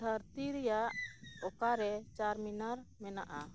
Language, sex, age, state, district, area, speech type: Santali, female, 30-45, West Bengal, Birbhum, rural, read